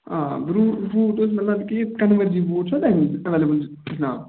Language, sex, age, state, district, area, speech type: Kashmiri, male, 18-30, Jammu and Kashmir, Budgam, rural, conversation